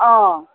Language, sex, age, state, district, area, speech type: Assamese, female, 45-60, Assam, Kamrup Metropolitan, urban, conversation